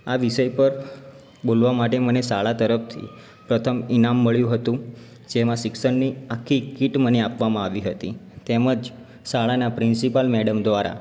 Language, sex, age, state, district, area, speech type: Gujarati, male, 30-45, Gujarat, Ahmedabad, urban, spontaneous